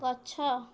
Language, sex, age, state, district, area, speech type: Odia, female, 18-30, Odisha, Kendrapara, urban, read